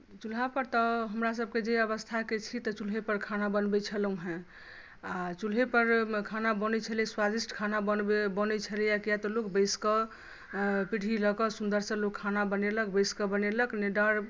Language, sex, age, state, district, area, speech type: Maithili, female, 45-60, Bihar, Madhubani, rural, spontaneous